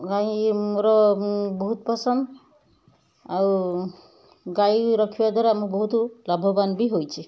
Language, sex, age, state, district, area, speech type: Odia, female, 60+, Odisha, Kendujhar, urban, spontaneous